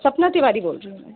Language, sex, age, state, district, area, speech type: Hindi, female, 30-45, Madhya Pradesh, Hoshangabad, urban, conversation